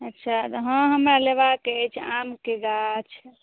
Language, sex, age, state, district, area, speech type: Maithili, female, 18-30, Bihar, Madhubani, rural, conversation